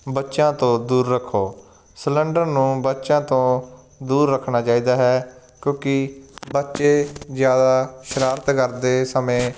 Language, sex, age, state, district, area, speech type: Punjabi, male, 18-30, Punjab, Firozpur, rural, spontaneous